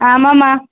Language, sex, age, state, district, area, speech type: Tamil, female, 18-30, Tamil Nadu, Tirupattur, rural, conversation